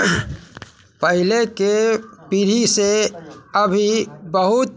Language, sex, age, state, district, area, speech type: Maithili, male, 60+, Bihar, Muzaffarpur, rural, spontaneous